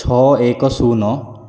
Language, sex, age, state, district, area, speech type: Odia, male, 18-30, Odisha, Nabarangpur, urban, spontaneous